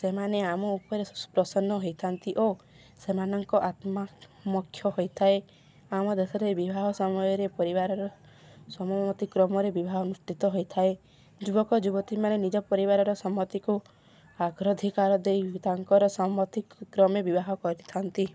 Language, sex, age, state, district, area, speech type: Odia, female, 18-30, Odisha, Subarnapur, urban, spontaneous